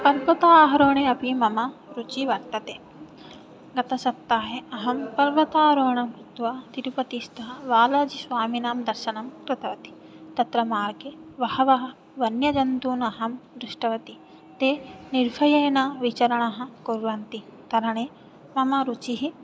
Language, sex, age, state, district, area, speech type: Sanskrit, female, 18-30, Odisha, Jajpur, rural, spontaneous